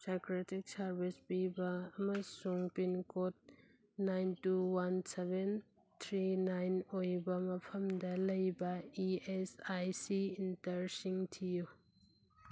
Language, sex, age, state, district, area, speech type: Manipuri, female, 30-45, Manipur, Churachandpur, rural, read